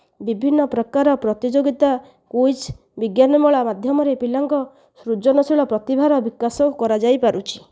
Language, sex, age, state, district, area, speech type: Odia, female, 30-45, Odisha, Nayagarh, rural, spontaneous